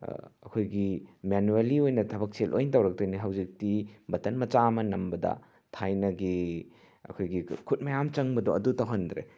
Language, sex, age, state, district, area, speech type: Manipuri, male, 45-60, Manipur, Imphal West, urban, spontaneous